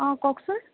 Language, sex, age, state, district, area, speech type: Assamese, female, 18-30, Assam, Sonitpur, rural, conversation